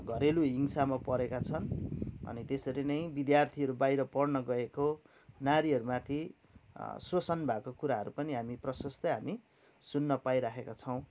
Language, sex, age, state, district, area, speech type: Nepali, male, 30-45, West Bengal, Kalimpong, rural, spontaneous